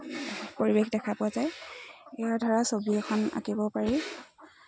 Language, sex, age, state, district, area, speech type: Assamese, female, 18-30, Assam, Lakhimpur, rural, spontaneous